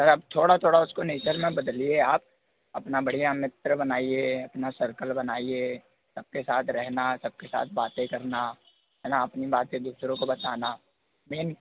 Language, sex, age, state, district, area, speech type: Hindi, male, 18-30, Madhya Pradesh, Jabalpur, urban, conversation